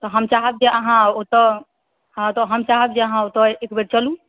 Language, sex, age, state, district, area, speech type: Maithili, female, 18-30, Bihar, Darbhanga, rural, conversation